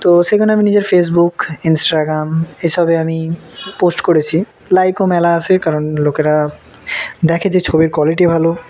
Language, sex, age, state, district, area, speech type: Bengali, male, 18-30, West Bengal, Murshidabad, urban, spontaneous